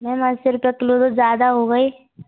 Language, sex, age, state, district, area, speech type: Hindi, female, 18-30, Rajasthan, Karauli, rural, conversation